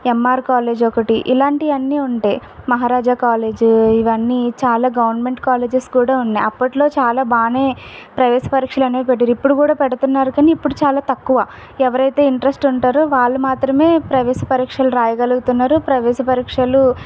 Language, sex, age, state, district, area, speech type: Telugu, female, 30-45, Andhra Pradesh, Vizianagaram, rural, spontaneous